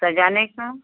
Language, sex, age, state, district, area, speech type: Hindi, female, 60+, Uttar Pradesh, Chandauli, rural, conversation